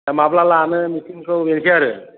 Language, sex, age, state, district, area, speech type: Bodo, male, 45-60, Assam, Chirang, rural, conversation